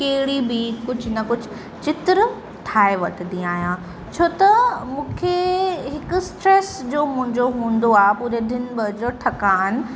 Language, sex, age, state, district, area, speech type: Sindhi, female, 18-30, Uttar Pradesh, Lucknow, urban, spontaneous